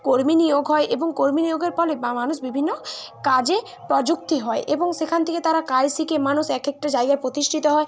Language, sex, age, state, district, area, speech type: Bengali, female, 18-30, West Bengal, Bankura, urban, spontaneous